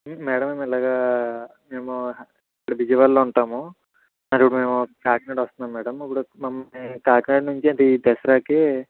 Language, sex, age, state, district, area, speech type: Telugu, male, 18-30, Andhra Pradesh, Kakinada, rural, conversation